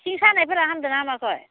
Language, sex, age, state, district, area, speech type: Bodo, female, 60+, Assam, Baksa, rural, conversation